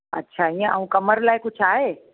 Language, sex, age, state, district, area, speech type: Sindhi, female, 45-60, Gujarat, Surat, urban, conversation